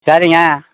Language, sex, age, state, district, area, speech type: Tamil, male, 60+, Tamil Nadu, Ariyalur, rural, conversation